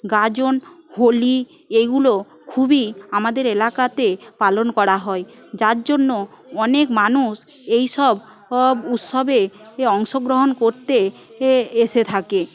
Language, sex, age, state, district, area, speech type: Bengali, female, 18-30, West Bengal, Paschim Medinipur, rural, spontaneous